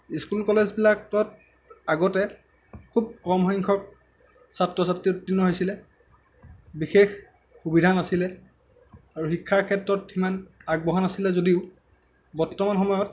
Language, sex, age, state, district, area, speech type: Assamese, male, 18-30, Assam, Lakhimpur, rural, spontaneous